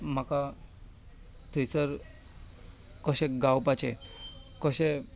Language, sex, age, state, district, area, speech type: Goan Konkani, male, 18-30, Goa, Bardez, urban, spontaneous